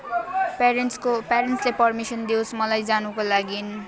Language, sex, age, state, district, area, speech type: Nepali, female, 18-30, West Bengal, Alipurduar, urban, spontaneous